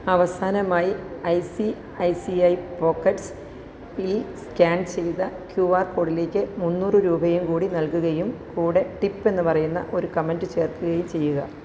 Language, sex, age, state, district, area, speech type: Malayalam, female, 45-60, Kerala, Kottayam, rural, read